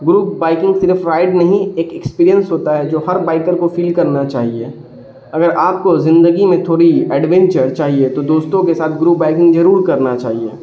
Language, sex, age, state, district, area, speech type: Urdu, male, 18-30, Bihar, Darbhanga, rural, spontaneous